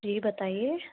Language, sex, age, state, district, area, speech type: Hindi, female, 18-30, Rajasthan, Jaipur, urban, conversation